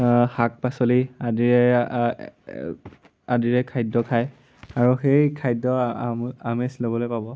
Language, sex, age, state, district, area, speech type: Assamese, male, 18-30, Assam, Majuli, urban, spontaneous